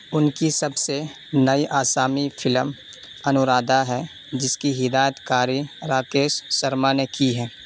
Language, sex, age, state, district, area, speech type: Urdu, male, 18-30, Uttar Pradesh, Saharanpur, urban, read